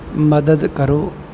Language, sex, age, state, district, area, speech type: Punjabi, male, 18-30, Punjab, Bathinda, rural, read